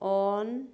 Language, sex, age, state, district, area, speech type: Odia, female, 30-45, Odisha, Mayurbhanj, rural, read